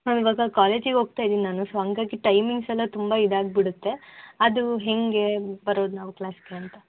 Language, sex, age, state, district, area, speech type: Kannada, female, 18-30, Karnataka, Shimoga, rural, conversation